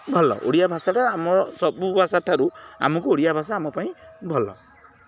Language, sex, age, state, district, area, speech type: Odia, male, 30-45, Odisha, Jagatsinghpur, urban, spontaneous